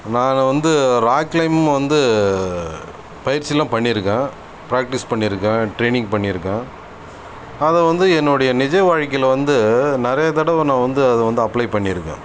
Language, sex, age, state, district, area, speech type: Tamil, male, 30-45, Tamil Nadu, Cuddalore, rural, spontaneous